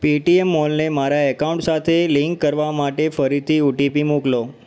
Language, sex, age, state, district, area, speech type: Gujarati, male, 30-45, Gujarat, Ahmedabad, urban, read